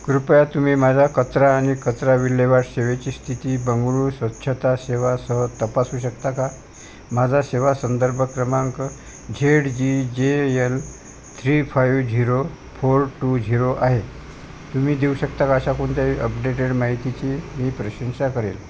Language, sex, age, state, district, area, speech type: Marathi, male, 60+, Maharashtra, Wardha, urban, read